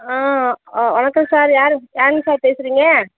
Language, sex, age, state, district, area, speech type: Tamil, female, 60+, Tamil Nadu, Perambalur, rural, conversation